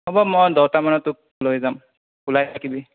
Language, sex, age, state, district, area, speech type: Assamese, male, 18-30, Assam, Sonitpur, rural, conversation